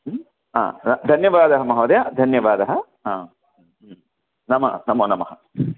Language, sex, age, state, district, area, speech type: Sanskrit, male, 45-60, Andhra Pradesh, Krishna, urban, conversation